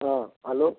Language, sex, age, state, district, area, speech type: Hindi, male, 60+, Madhya Pradesh, Gwalior, rural, conversation